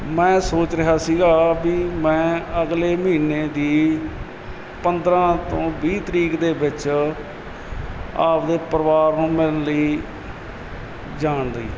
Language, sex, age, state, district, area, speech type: Punjabi, male, 30-45, Punjab, Barnala, rural, spontaneous